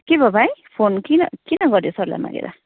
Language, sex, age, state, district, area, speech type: Nepali, female, 18-30, West Bengal, Kalimpong, rural, conversation